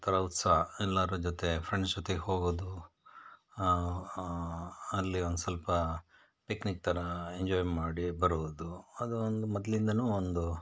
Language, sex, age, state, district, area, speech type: Kannada, male, 60+, Karnataka, Bangalore Rural, rural, spontaneous